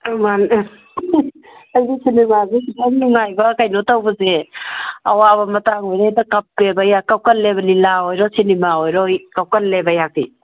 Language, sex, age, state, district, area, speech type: Manipuri, female, 60+, Manipur, Imphal East, rural, conversation